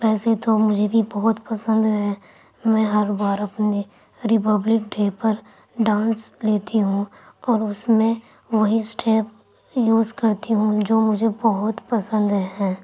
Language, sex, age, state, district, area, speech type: Urdu, female, 45-60, Uttar Pradesh, Gautam Buddha Nagar, rural, spontaneous